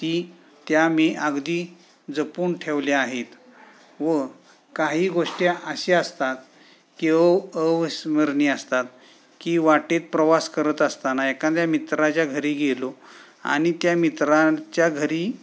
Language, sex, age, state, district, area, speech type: Marathi, male, 30-45, Maharashtra, Sangli, urban, spontaneous